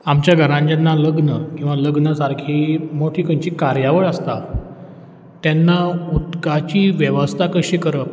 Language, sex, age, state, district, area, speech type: Goan Konkani, male, 30-45, Goa, Ponda, rural, spontaneous